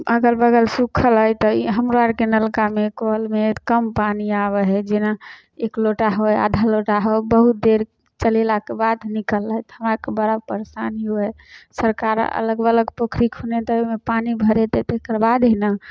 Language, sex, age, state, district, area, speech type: Maithili, female, 18-30, Bihar, Samastipur, rural, spontaneous